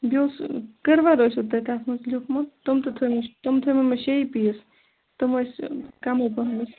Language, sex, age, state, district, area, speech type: Kashmiri, female, 18-30, Jammu and Kashmir, Bandipora, rural, conversation